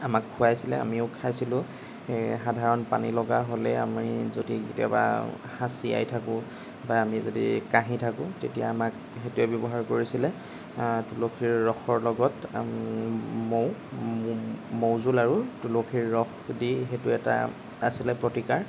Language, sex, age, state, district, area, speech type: Assamese, male, 45-60, Assam, Morigaon, rural, spontaneous